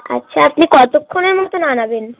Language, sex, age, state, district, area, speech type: Bengali, female, 18-30, West Bengal, Darjeeling, urban, conversation